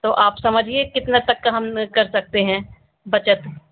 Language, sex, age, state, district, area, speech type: Hindi, female, 60+, Uttar Pradesh, Sitapur, rural, conversation